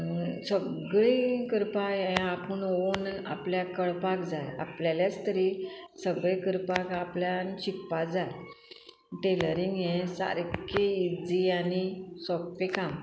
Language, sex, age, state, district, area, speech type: Goan Konkani, female, 45-60, Goa, Murmgao, urban, spontaneous